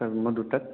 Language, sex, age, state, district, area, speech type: Assamese, male, 18-30, Assam, Sonitpur, urban, conversation